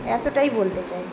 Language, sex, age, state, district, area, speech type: Bengali, female, 18-30, West Bengal, Kolkata, urban, spontaneous